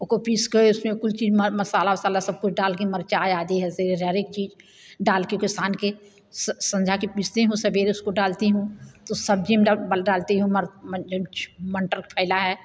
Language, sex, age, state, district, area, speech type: Hindi, female, 60+, Uttar Pradesh, Bhadohi, rural, spontaneous